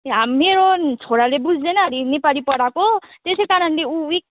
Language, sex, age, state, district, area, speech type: Nepali, female, 18-30, West Bengal, Kalimpong, rural, conversation